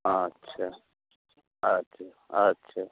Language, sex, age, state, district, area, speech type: Bengali, male, 60+, West Bengal, Hooghly, rural, conversation